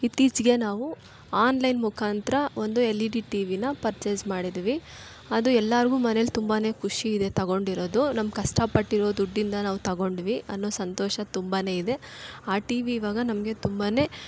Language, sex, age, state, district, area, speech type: Kannada, female, 18-30, Karnataka, Kolar, urban, spontaneous